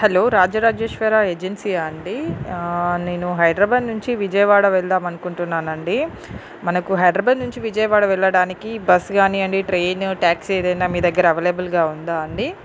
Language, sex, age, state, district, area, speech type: Telugu, female, 45-60, Andhra Pradesh, Srikakulam, urban, spontaneous